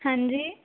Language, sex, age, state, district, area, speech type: Punjabi, female, 18-30, Punjab, Mohali, urban, conversation